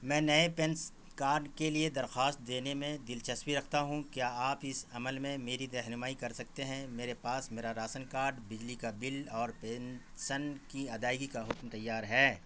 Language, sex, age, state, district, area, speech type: Urdu, male, 45-60, Bihar, Saharsa, rural, read